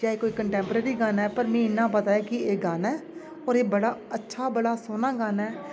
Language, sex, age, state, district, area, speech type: Dogri, female, 30-45, Jammu and Kashmir, Jammu, rural, spontaneous